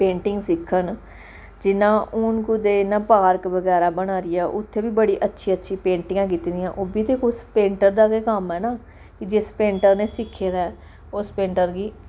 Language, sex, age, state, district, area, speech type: Dogri, female, 30-45, Jammu and Kashmir, Samba, rural, spontaneous